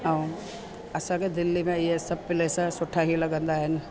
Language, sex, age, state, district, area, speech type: Sindhi, female, 45-60, Delhi, South Delhi, urban, spontaneous